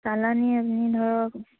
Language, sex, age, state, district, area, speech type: Assamese, female, 18-30, Assam, Sivasagar, rural, conversation